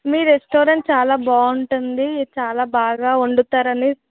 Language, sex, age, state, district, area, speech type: Telugu, female, 18-30, Telangana, Medak, urban, conversation